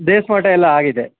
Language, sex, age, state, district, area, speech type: Kannada, male, 18-30, Karnataka, Mandya, urban, conversation